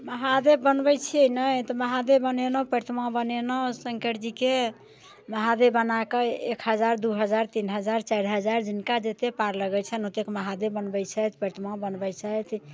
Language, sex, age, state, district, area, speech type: Maithili, female, 60+, Bihar, Muzaffarpur, urban, spontaneous